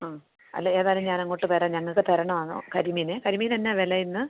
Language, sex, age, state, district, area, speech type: Malayalam, female, 30-45, Kerala, Alappuzha, rural, conversation